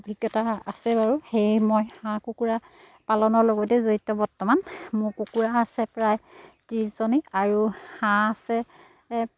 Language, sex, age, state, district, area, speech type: Assamese, female, 30-45, Assam, Charaideo, rural, spontaneous